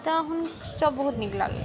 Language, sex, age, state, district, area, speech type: Maithili, female, 18-30, Bihar, Saharsa, rural, spontaneous